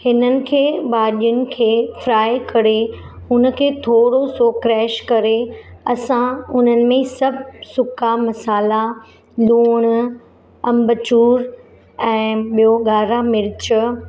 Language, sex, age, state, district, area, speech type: Sindhi, female, 30-45, Maharashtra, Mumbai Suburban, urban, spontaneous